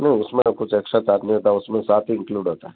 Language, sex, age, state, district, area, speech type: Hindi, male, 30-45, Rajasthan, Nagaur, rural, conversation